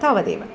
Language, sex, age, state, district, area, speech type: Sanskrit, female, 60+, Tamil Nadu, Chennai, urban, spontaneous